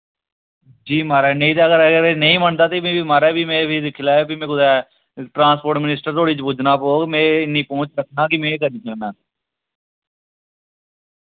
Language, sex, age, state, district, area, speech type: Dogri, male, 30-45, Jammu and Kashmir, Reasi, rural, conversation